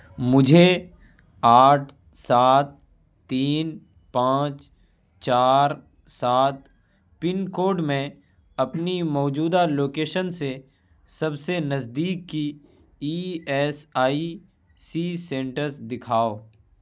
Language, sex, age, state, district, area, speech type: Urdu, male, 18-30, Bihar, Purnia, rural, read